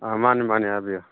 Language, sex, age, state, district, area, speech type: Manipuri, male, 45-60, Manipur, Churachandpur, rural, conversation